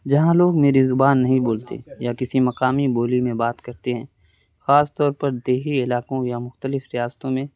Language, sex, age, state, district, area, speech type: Urdu, male, 18-30, Uttar Pradesh, Azamgarh, rural, spontaneous